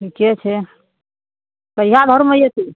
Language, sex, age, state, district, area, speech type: Maithili, female, 60+, Bihar, Araria, rural, conversation